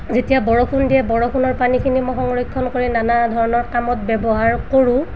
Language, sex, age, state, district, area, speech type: Assamese, female, 30-45, Assam, Nalbari, rural, spontaneous